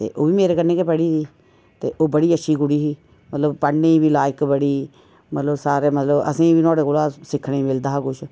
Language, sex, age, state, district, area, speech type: Dogri, female, 45-60, Jammu and Kashmir, Reasi, urban, spontaneous